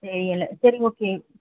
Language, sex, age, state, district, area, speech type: Tamil, female, 18-30, Tamil Nadu, Chennai, urban, conversation